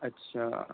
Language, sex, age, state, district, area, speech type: Urdu, male, 18-30, Uttar Pradesh, Rampur, urban, conversation